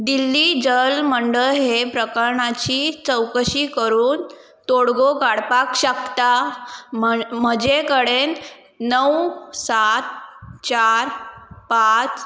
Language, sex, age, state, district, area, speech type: Goan Konkani, female, 18-30, Goa, Pernem, rural, read